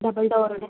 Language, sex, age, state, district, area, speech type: Malayalam, female, 18-30, Kerala, Palakkad, urban, conversation